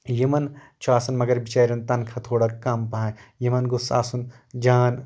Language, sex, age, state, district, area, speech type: Kashmiri, male, 45-60, Jammu and Kashmir, Anantnag, rural, spontaneous